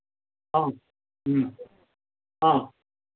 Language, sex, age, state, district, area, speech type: Malayalam, male, 60+, Kerala, Alappuzha, rural, conversation